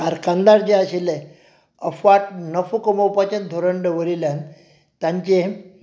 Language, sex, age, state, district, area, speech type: Goan Konkani, male, 45-60, Goa, Canacona, rural, spontaneous